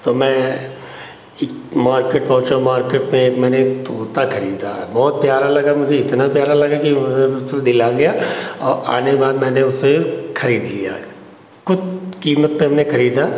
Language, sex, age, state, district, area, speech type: Hindi, male, 60+, Uttar Pradesh, Hardoi, rural, spontaneous